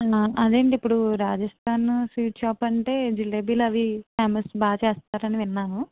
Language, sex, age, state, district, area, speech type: Telugu, female, 30-45, Andhra Pradesh, Eluru, rural, conversation